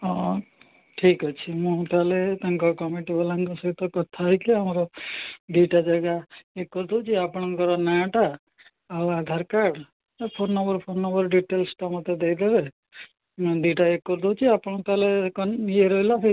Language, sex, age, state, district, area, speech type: Odia, male, 60+, Odisha, Gajapati, rural, conversation